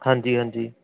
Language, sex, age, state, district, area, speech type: Punjabi, male, 30-45, Punjab, Barnala, rural, conversation